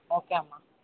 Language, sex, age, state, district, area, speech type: Telugu, female, 18-30, Telangana, Hyderabad, urban, conversation